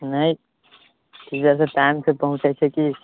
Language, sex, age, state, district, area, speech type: Maithili, male, 18-30, Bihar, Muzaffarpur, rural, conversation